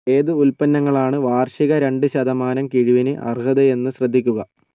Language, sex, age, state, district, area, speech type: Malayalam, male, 30-45, Kerala, Kozhikode, urban, read